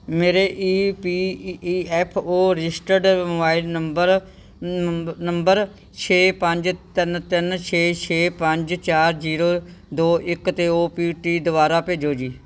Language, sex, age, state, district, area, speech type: Punjabi, female, 60+, Punjab, Bathinda, urban, read